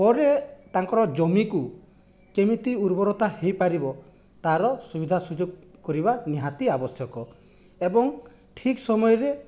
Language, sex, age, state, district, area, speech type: Odia, male, 45-60, Odisha, Jajpur, rural, spontaneous